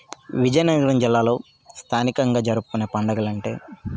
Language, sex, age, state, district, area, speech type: Telugu, male, 60+, Andhra Pradesh, Vizianagaram, rural, spontaneous